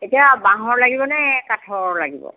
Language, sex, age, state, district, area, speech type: Assamese, female, 60+, Assam, Golaghat, urban, conversation